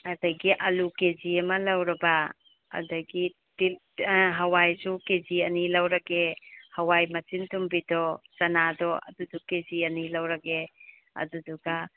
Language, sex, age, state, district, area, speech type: Manipuri, female, 30-45, Manipur, Imphal East, rural, conversation